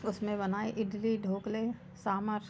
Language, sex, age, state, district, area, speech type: Hindi, female, 30-45, Madhya Pradesh, Seoni, urban, spontaneous